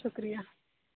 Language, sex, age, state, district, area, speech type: Urdu, female, 18-30, Uttar Pradesh, Aligarh, urban, conversation